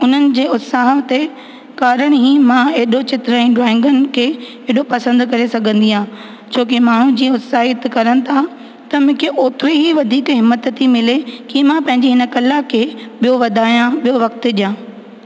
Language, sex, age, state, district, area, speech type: Sindhi, female, 18-30, Rajasthan, Ajmer, urban, spontaneous